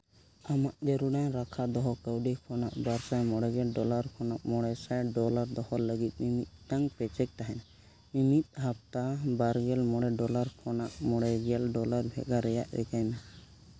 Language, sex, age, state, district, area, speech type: Santali, male, 18-30, Jharkhand, East Singhbhum, rural, read